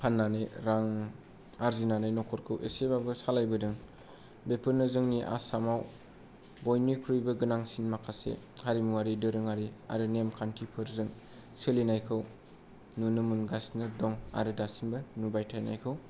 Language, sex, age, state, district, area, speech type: Bodo, male, 18-30, Assam, Kokrajhar, rural, spontaneous